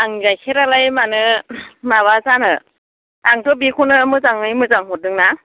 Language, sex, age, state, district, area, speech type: Bodo, female, 45-60, Assam, Kokrajhar, rural, conversation